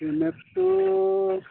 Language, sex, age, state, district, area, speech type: Assamese, male, 60+, Assam, Golaghat, rural, conversation